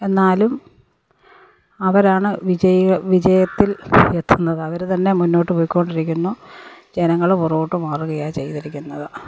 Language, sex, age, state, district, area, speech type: Malayalam, female, 60+, Kerala, Pathanamthitta, rural, spontaneous